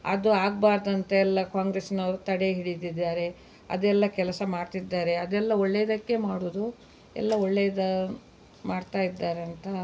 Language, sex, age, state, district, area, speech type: Kannada, female, 60+, Karnataka, Udupi, rural, spontaneous